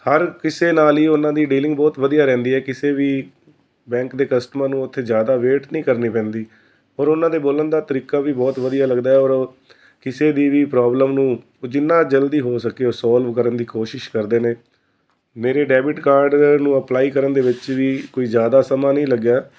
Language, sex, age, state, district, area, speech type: Punjabi, male, 45-60, Punjab, Fazilka, rural, spontaneous